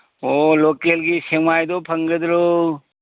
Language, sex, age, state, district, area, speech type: Manipuri, male, 60+, Manipur, Imphal East, urban, conversation